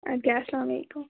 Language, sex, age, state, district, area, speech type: Kashmiri, female, 18-30, Jammu and Kashmir, Kupwara, urban, conversation